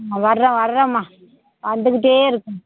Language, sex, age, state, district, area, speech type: Tamil, female, 60+, Tamil Nadu, Pudukkottai, rural, conversation